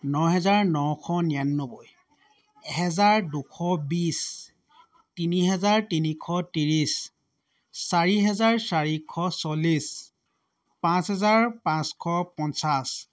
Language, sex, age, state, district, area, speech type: Assamese, male, 30-45, Assam, Sivasagar, rural, spontaneous